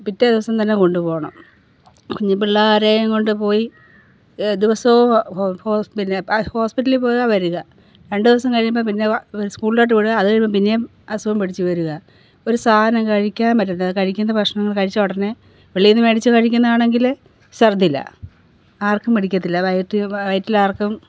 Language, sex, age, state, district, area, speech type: Malayalam, female, 45-60, Kerala, Pathanamthitta, rural, spontaneous